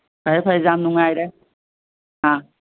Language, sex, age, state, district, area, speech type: Manipuri, female, 60+, Manipur, Kangpokpi, urban, conversation